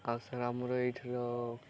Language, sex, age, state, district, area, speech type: Odia, male, 18-30, Odisha, Koraput, urban, spontaneous